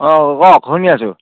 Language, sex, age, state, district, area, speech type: Assamese, male, 45-60, Assam, Dhemaji, rural, conversation